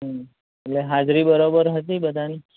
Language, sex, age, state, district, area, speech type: Gujarati, male, 30-45, Gujarat, Anand, rural, conversation